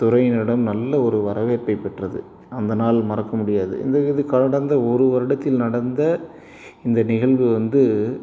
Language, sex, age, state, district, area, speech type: Tamil, male, 30-45, Tamil Nadu, Salem, rural, spontaneous